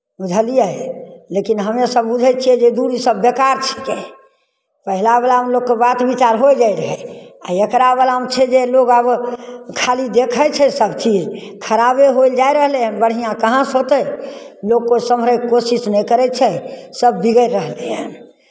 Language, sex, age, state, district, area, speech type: Maithili, female, 60+, Bihar, Begusarai, rural, spontaneous